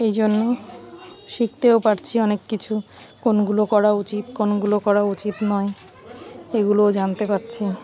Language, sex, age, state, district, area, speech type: Bengali, female, 45-60, West Bengal, Darjeeling, urban, spontaneous